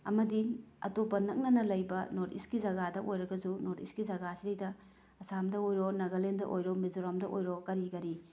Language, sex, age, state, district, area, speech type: Manipuri, female, 30-45, Manipur, Bishnupur, rural, spontaneous